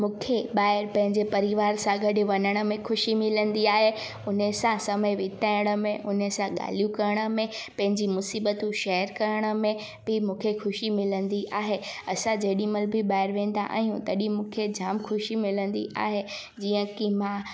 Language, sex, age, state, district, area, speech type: Sindhi, female, 18-30, Gujarat, Junagadh, rural, spontaneous